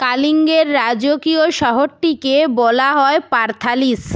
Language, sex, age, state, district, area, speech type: Bengali, female, 45-60, West Bengal, Purba Medinipur, rural, read